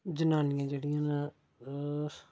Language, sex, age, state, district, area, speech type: Dogri, male, 30-45, Jammu and Kashmir, Udhampur, rural, spontaneous